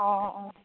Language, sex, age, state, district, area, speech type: Assamese, female, 30-45, Assam, Charaideo, rural, conversation